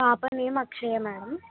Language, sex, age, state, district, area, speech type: Telugu, female, 60+, Andhra Pradesh, Kakinada, rural, conversation